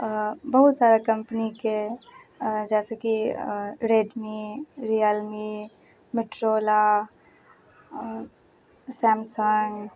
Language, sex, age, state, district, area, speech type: Maithili, female, 30-45, Bihar, Madhubani, rural, spontaneous